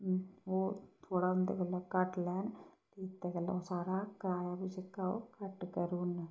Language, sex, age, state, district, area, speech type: Dogri, female, 30-45, Jammu and Kashmir, Reasi, rural, spontaneous